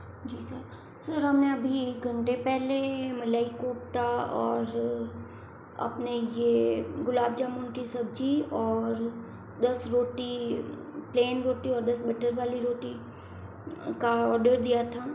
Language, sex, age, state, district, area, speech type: Hindi, female, 45-60, Rajasthan, Jodhpur, urban, spontaneous